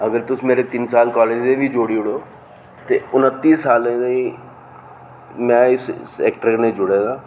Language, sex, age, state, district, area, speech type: Dogri, male, 45-60, Jammu and Kashmir, Reasi, urban, spontaneous